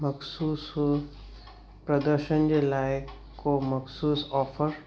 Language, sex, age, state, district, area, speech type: Sindhi, male, 18-30, Gujarat, Kutch, rural, read